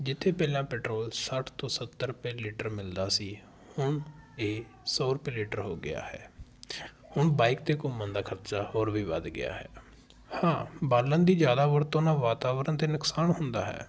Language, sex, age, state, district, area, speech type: Punjabi, male, 18-30, Punjab, Patiala, rural, spontaneous